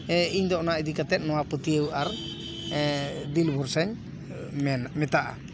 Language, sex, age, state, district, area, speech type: Santali, male, 45-60, West Bengal, Paschim Bardhaman, urban, spontaneous